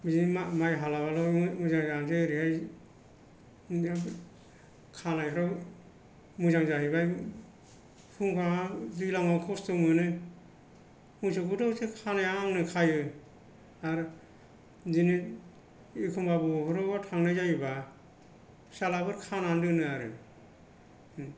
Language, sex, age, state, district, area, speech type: Bodo, male, 60+, Assam, Kokrajhar, rural, spontaneous